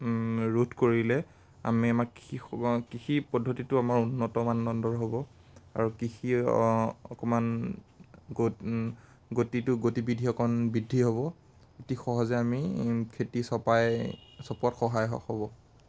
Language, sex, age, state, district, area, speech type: Assamese, male, 18-30, Assam, Biswanath, rural, spontaneous